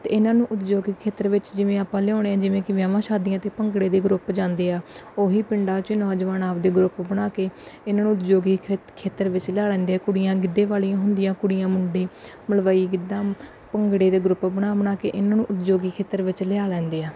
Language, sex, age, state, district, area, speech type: Punjabi, female, 18-30, Punjab, Bathinda, rural, spontaneous